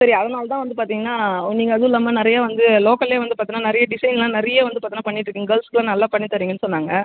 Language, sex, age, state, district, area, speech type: Tamil, female, 18-30, Tamil Nadu, Viluppuram, rural, conversation